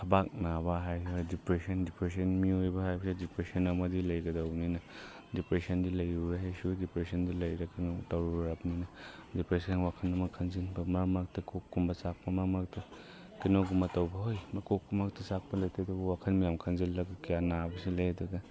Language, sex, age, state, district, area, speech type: Manipuri, male, 18-30, Manipur, Chandel, rural, spontaneous